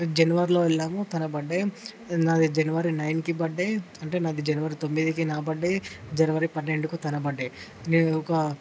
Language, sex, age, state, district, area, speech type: Telugu, male, 18-30, Telangana, Ranga Reddy, urban, spontaneous